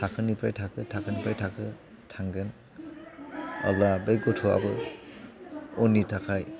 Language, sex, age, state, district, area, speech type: Bodo, male, 45-60, Assam, Chirang, urban, spontaneous